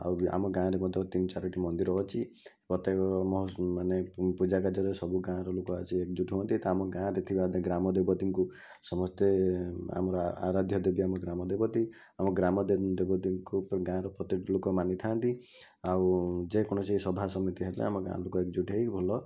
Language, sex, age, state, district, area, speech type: Odia, male, 18-30, Odisha, Bhadrak, rural, spontaneous